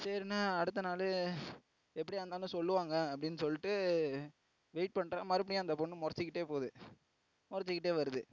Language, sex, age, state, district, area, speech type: Tamil, male, 18-30, Tamil Nadu, Tiruvarur, urban, spontaneous